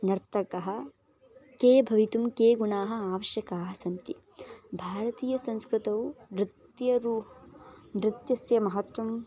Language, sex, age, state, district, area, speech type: Sanskrit, female, 18-30, Karnataka, Bellary, urban, spontaneous